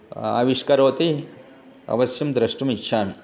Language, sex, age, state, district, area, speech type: Sanskrit, male, 60+, Telangana, Hyderabad, urban, spontaneous